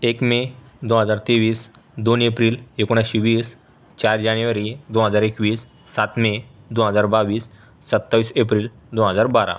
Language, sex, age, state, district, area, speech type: Marathi, male, 30-45, Maharashtra, Buldhana, urban, spontaneous